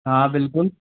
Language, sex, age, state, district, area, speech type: Hindi, male, 30-45, Madhya Pradesh, Gwalior, urban, conversation